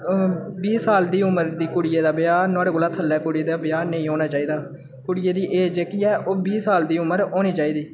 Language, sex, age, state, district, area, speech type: Dogri, male, 18-30, Jammu and Kashmir, Udhampur, rural, spontaneous